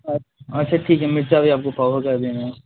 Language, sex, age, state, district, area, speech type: Hindi, male, 18-30, Uttar Pradesh, Mirzapur, rural, conversation